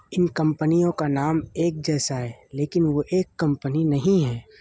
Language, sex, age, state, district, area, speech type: Urdu, male, 30-45, Uttar Pradesh, Muzaffarnagar, urban, read